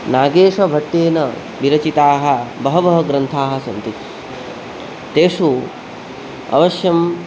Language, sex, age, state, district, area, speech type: Sanskrit, male, 18-30, West Bengal, Purba Medinipur, rural, spontaneous